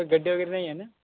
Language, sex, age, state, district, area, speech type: Marathi, male, 18-30, Maharashtra, Yavatmal, rural, conversation